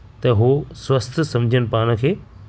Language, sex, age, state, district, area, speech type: Sindhi, male, 45-60, Maharashtra, Thane, urban, spontaneous